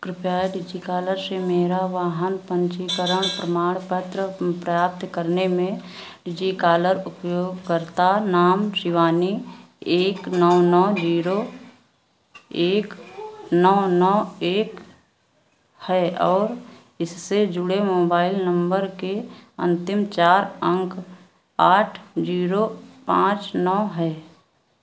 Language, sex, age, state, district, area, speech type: Hindi, female, 60+, Uttar Pradesh, Sitapur, rural, read